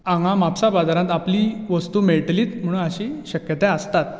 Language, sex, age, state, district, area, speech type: Goan Konkani, male, 18-30, Goa, Bardez, rural, spontaneous